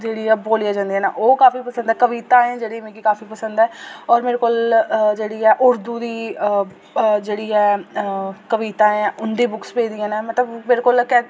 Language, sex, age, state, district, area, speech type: Dogri, female, 18-30, Jammu and Kashmir, Jammu, rural, spontaneous